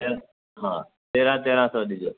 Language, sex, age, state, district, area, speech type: Sindhi, male, 60+, Maharashtra, Mumbai Suburban, urban, conversation